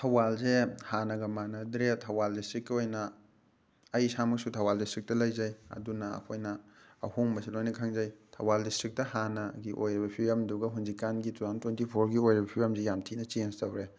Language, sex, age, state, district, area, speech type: Manipuri, male, 30-45, Manipur, Thoubal, rural, spontaneous